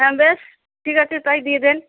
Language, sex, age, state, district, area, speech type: Bengali, female, 60+, West Bengal, Cooch Behar, rural, conversation